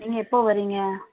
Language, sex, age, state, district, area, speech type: Tamil, female, 18-30, Tamil Nadu, Madurai, rural, conversation